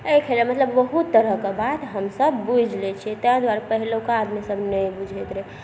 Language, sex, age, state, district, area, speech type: Maithili, female, 18-30, Bihar, Saharsa, rural, spontaneous